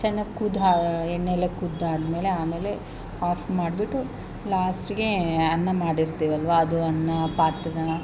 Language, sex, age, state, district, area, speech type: Kannada, female, 30-45, Karnataka, Chamarajanagar, rural, spontaneous